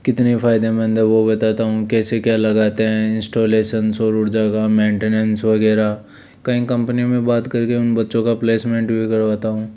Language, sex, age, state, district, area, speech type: Hindi, male, 30-45, Rajasthan, Jaipur, urban, spontaneous